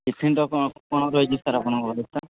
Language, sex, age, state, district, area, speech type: Odia, male, 30-45, Odisha, Sambalpur, rural, conversation